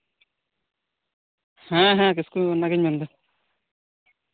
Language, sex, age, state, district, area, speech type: Santali, male, 18-30, West Bengal, Birbhum, rural, conversation